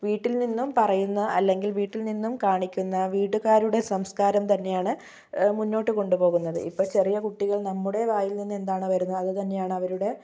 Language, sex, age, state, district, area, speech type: Malayalam, female, 18-30, Kerala, Kozhikode, urban, spontaneous